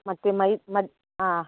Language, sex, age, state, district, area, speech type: Kannada, female, 45-60, Karnataka, Udupi, rural, conversation